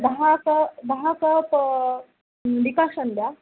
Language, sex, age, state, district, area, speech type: Marathi, female, 30-45, Maharashtra, Nanded, rural, conversation